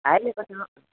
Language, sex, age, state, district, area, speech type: Nepali, female, 45-60, West Bengal, Darjeeling, rural, conversation